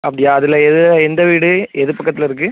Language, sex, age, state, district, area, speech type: Tamil, male, 18-30, Tamil Nadu, Thoothukudi, rural, conversation